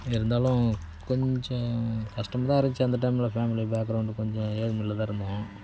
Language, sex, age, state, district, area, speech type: Tamil, male, 30-45, Tamil Nadu, Cuddalore, rural, spontaneous